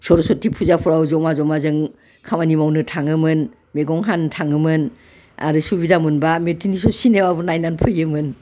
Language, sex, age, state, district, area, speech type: Bodo, female, 60+, Assam, Udalguri, urban, spontaneous